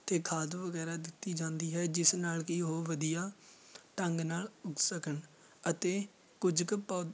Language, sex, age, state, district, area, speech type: Punjabi, male, 18-30, Punjab, Fatehgarh Sahib, rural, spontaneous